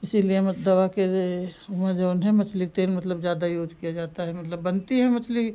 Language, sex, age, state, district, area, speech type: Hindi, female, 45-60, Uttar Pradesh, Lucknow, rural, spontaneous